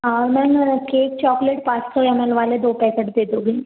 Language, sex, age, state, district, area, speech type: Hindi, female, 30-45, Madhya Pradesh, Balaghat, rural, conversation